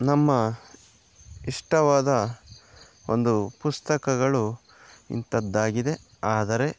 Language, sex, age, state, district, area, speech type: Kannada, male, 30-45, Karnataka, Kolar, rural, spontaneous